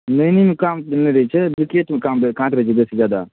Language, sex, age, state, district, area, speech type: Maithili, male, 18-30, Bihar, Darbhanga, rural, conversation